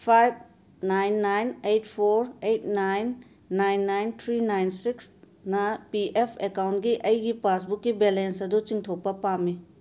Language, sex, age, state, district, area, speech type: Manipuri, female, 30-45, Manipur, Imphal West, urban, read